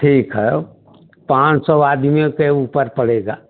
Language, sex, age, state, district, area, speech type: Hindi, male, 60+, Uttar Pradesh, Chandauli, rural, conversation